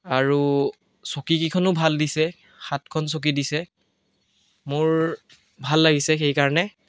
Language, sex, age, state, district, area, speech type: Assamese, male, 18-30, Assam, Biswanath, rural, spontaneous